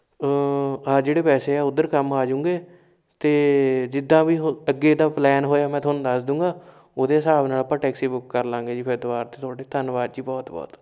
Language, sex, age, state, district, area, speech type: Punjabi, male, 18-30, Punjab, Shaheed Bhagat Singh Nagar, urban, spontaneous